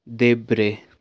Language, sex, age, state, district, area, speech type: Nepali, male, 30-45, West Bengal, Darjeeling, rural, read